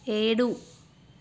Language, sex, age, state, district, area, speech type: Telugu, female, 18-30, Telangana, Medchal, urban, read